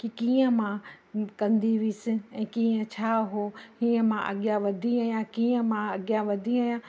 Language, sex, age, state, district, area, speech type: Sindhi, female, 45-60, Uttar Pradesh, Lucknow, rural, spontaneous